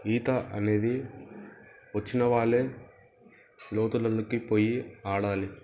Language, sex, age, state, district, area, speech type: Telugu, male, 18-30, Andhra Pradesh, Anantapur, urban, spontaneous